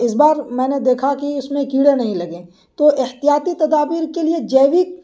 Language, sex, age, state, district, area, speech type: Urdu, male, 18-30, Bihar, Purnia, rural, spontaneous